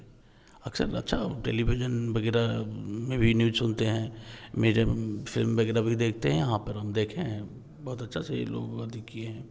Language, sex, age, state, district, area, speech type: Hindi, male, 30-45, Bihar, Samastipur, urban, spontaneous